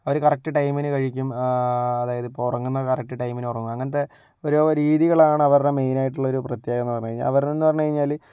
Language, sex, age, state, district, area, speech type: Malayalam, male, 45-60, Kerala, Kozhikode, urban, spontaneous